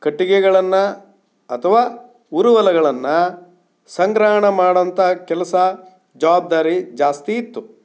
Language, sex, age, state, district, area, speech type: Kannada, male, 45-60, Karnataka, Shimoga, rural, spontaneous